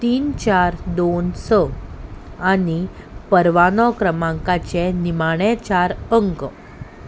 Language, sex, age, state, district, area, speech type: Goan Konkani, female, 30-45, Goa, Salcete, urban, read